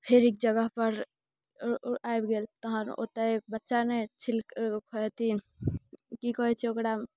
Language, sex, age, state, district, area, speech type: Maithili, female, 18-30, Bihar, Muzaffarpur, urban, spontaneous